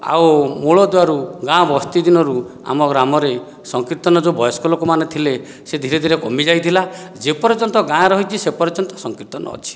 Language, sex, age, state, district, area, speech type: Odia, male, 60+, Odisha, Dhenkanal, rural, spontaneous